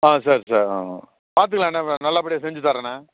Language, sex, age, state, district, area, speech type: Tamil, male, 45-60, Tamil Nadu, Thanjavur, urban, conversation